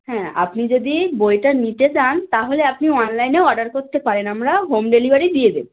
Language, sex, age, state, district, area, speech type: Bengali, female, 18-30, West Bengal, North 24 Parganas, rural, conversation